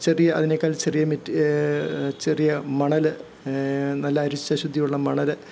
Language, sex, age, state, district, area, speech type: Malayalam, male, 60+, Kerala, Kottayam, urban, spontaneous